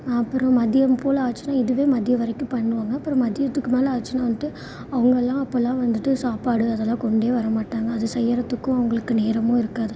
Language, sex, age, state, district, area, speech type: Tamil, female, 18-30, Tamil Nadu, Salem, rural, spontaneous